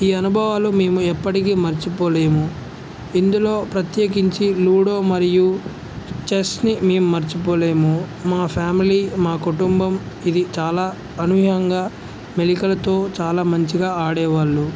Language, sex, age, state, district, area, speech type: Telugu, male, 18-30, Telangana, Jangaon, rural, spontaneous